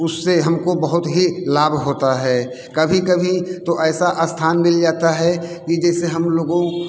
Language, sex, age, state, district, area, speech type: Hindi, male, 60+, Uttar Pradesh, Mirzapur, urban, spontaneous